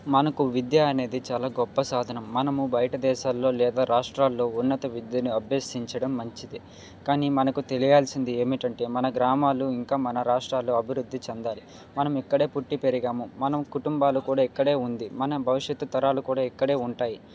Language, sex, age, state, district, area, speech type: Telugu, male, 18-30, Andhra Pradesh, Nandyal, urban, spontaneous